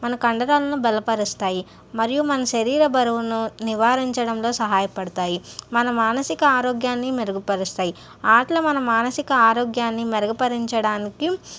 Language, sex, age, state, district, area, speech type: Telugu, female, 60+, Andhra Pradesh, N T Rama Rao, urban, spontaneous